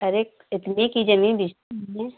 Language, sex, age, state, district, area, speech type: Hindi, female, 30-45, Uttar Pradesh, Prayagraj, rural, conversation